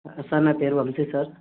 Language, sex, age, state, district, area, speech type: Telugu, male, 30-45, Andhra Pradesh, West Godavari, rural, conversation